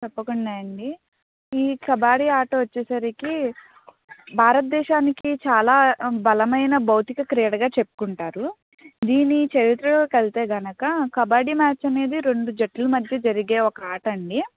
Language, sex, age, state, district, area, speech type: Telugu, female, 18-30, Andhra Pradesh, Eluru, rural, conversation